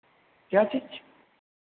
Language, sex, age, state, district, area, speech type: Hindi, male, 30-45, Uttar Pradesh, Lucknow, rural, conversation